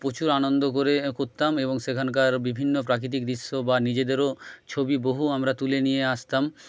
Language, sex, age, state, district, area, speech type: Bengali, male, 30-45, West Bengal, Jhargram, rural, spontaneous